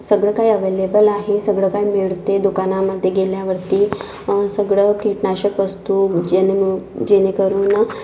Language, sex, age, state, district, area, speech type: Marathi, female, 18-30, Maharashtra, Nagpur, urban, spontaneous